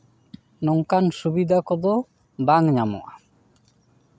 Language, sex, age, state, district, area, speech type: Santali, male, 30-45, West Bengal, Paschim Bardhaman, rural, spontaneous